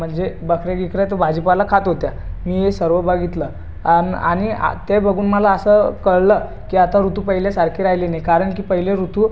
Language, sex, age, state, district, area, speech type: Marathi, male, 18-30, Maharashtra, Buldhana, urban, spontaneous